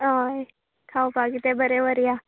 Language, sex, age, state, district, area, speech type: Goan Konkani, female, 18-30, Goa, Canacona, rural, conversation